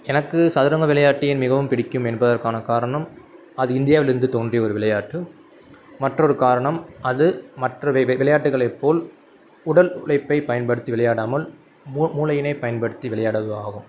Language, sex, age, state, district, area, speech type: Tamil, male, 18-30, Tamil Nadu, Madurai, urban, spontaneous